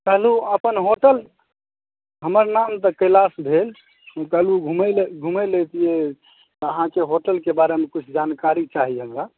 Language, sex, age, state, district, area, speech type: Maithili, male, 30-45, Bihar, Supaul, rural, conversation